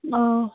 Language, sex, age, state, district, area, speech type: Kashmiri, female, 30-45, Jammu and Kashmir, Bandipora, rural, conversation